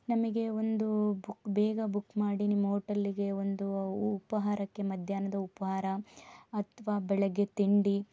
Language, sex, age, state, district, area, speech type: Kannada, female, 30-45, Karnataka, Shimoga, rural, spontaneous